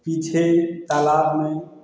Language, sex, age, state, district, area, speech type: Hindi, male, 45-60, Uttar Pradesh, Lucknow, rural, spontaneous